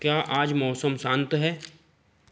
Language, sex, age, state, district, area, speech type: Hindi, male, 30-45, Madhya Pradesh, Betul, rural, read